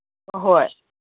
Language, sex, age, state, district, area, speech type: Manipuri, female, 45-60, Manipur, Kangpokpi, urban, conversation